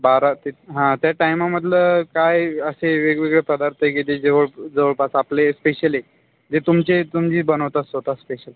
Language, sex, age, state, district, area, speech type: Marathi, male, 30-45, Maharashtra, Buldhana, urban, conversation